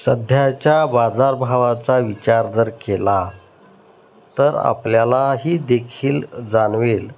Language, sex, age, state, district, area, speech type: Marathi, male, 30-45, Maharashtra, Osmanabad, rural, spontaneous